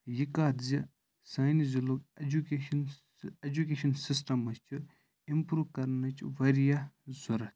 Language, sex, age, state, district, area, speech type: Kashmiri, male, 18-30, Jammu and Kashmir, Kupwara, rural, spontaneous